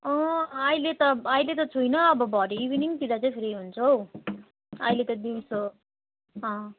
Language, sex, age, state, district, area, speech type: Nepali, female, 18-30, West Bengal, Jalpaiguri, urban, conversation